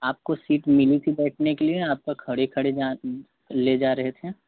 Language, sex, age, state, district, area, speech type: Hindi, male, 18-30, Uttar Pradesh, Prayagraj, urban, conversation